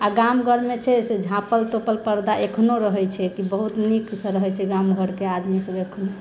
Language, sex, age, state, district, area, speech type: Maithili, female, 30-45, Bihar, Sitamarhi, urban, spontaneous